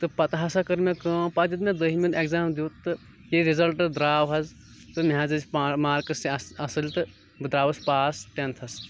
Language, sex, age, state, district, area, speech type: Kashmiri, male, 18-30, Jammu and Kashmir, Kulgam, rural, spontaneous